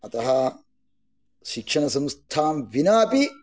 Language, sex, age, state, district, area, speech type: Sanskrit, male, 45-60, Karnataka, Shimoga, rural, spontaneous